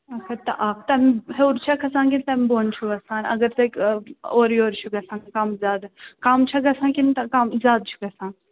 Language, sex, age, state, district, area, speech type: Kashmiri, male, 18-30, Jammu and Kashmir, Srinagar, urban, conversation